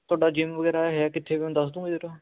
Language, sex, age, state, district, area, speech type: Punjabi, male, 18-30, Punjab, Ludhiana, urban, conversation